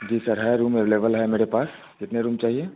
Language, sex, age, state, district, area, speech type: Hindi, male, 30-45, Bihar, Vaishali, rural, conversation